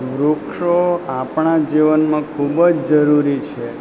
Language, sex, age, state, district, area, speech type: Gujarati, male, 30-45, Gujarat, Valsad, rural, spontaneous